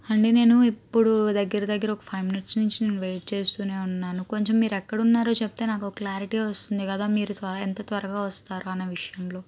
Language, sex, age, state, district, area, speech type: Telugu, female, 18-30, Andhra Pradesh, Palnadu, urban, spontaneous